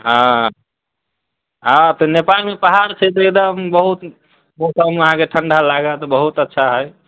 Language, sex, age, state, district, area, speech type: Maithili, male, 30-45, Bihar, Muzaffarpur, rural, conversation